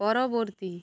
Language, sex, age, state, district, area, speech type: Bengali, female, 45-60, West Bengal, Bankura, rural, read